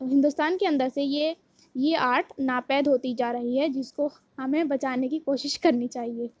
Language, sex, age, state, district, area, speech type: Urdu, female, 18-30, Uttar Pradesh, Aligarh, urban, spontaneous